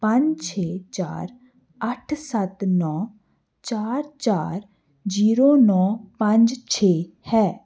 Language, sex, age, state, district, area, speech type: Punjabi, female, 18-30, Punjab, Hoshiarpur, urban, read